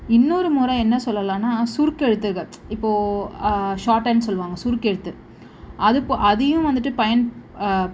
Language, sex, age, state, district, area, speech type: Tamil, female, 30-45, Tamil Nadu, Chennai, urban, spontaneous